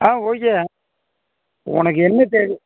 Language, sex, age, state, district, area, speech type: Tamil, male, 30-45, Tamil Nadu, Madurai, rural, conversation